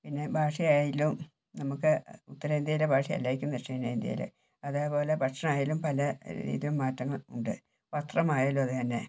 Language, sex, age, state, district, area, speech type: Malayalam, female, 60+, Kerala, Wayanad, rural, spontaneous